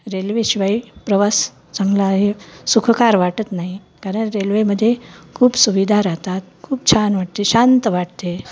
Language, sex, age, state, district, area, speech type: Marathi, female, 60+, Maharashtra, Nanded, rural, spontaneous